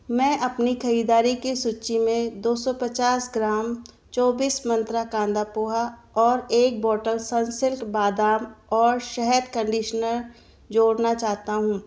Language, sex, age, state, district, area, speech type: Hindi, female, 30-45, Rajasthan, Jaipur, urban, read